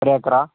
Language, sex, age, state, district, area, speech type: Malayalam, male, 60+, Kerala, Wayanad, rural, conversation